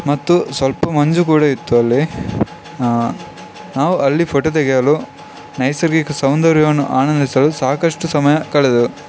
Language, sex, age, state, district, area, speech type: Kannada, male, 18-30, Karnataka, Dakshina Kannada, rural, spontaneous